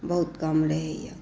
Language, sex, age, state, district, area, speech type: Maithili, female, 60+, Bihar, Saharsa, rural, spontaneous